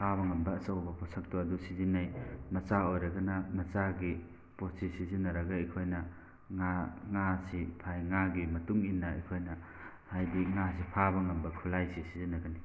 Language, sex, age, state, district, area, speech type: Manipuri, male, 45-60, Manipur, Thoubal, rural, spontaneous